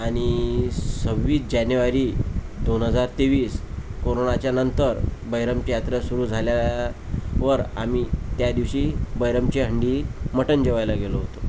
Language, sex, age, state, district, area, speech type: Marathi, male, 30-45, Maharashtra, Amravati, rural, spontaneous